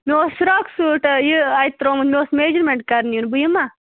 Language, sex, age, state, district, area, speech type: Kashmiri, other, 18-30, Jammu and Kashmir, Baramulla, rural, conversation